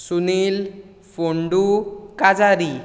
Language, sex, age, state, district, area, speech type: Goan Konkani, male, 18-30, Goa, Bardez, rural, spontaneous